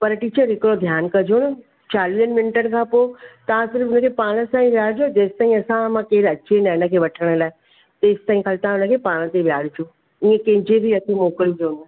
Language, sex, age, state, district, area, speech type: Sindhi, female, 45-60, Maharashtra, Thane, urban, conversation